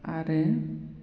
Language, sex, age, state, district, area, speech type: Bodo, female, 45-60, Assam, Baksa, rural, spontaneous